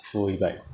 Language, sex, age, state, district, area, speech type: Bodo, male, 45-60, Assam, Kokrajhar, rural, spontaneous